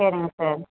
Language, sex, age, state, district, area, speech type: Tamil, male, 30-45, Tamil Nadu, Tenkasi, rural, conversation